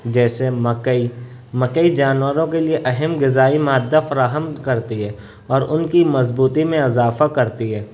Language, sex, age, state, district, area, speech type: Urdu, male, 30-45, Maharashtra, Nashik, urban, spontaneous